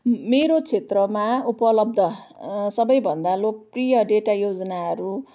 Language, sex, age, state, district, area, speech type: Nepali, female, 45-60, West Bengal, Jalpaiguri, urban, spontaneous